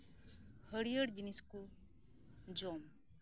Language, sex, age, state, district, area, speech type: Santali, female, 30-45, West Bengal, Birbhum, rural, spontaneous